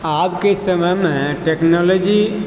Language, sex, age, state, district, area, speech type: Maithili, male, 45-60, Bihar, Supaul, rural, spontaneous